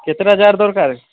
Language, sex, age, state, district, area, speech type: Odia, male, 30-45, Odisha, Sundergarh, urban, conversation